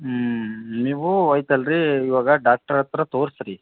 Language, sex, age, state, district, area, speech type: Kannada, male, 30-45, Karnataka, Vijayanagara, rural, conversation